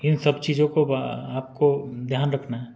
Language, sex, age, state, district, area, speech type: Hindi, male, 30-45, Madhya Pradesh, Betul, urban, spontaneous